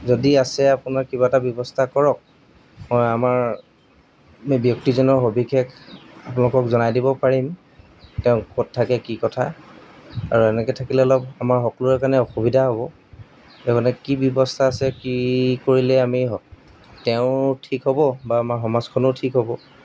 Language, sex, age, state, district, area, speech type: Assamese, male, 30-45, Assam, Golaghat, urban, spontaneous